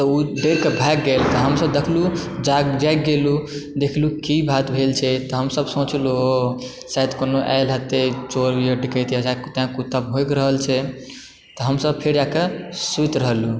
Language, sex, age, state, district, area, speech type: Maithili, male, 18-30, Bihar, Supaul, rural, spontaneous